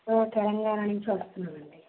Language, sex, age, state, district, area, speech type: Telugu, female, 18-30, Andhra Pradesh, Visakhapatnam, rural, conversation